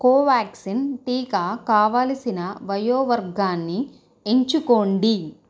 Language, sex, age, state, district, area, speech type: Telugu, female, 18-30, Andhra Pradesh, Konaseema, rural, read